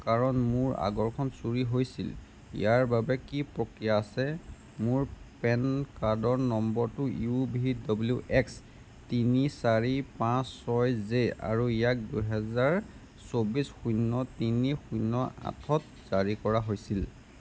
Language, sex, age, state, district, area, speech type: Assamese, male, 18-30, Assam, Jorhat, urban, read